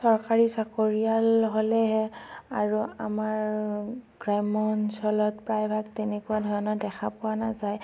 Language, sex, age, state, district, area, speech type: Assamese, female, 18-30, Assam, Darrang, rural, spontaneous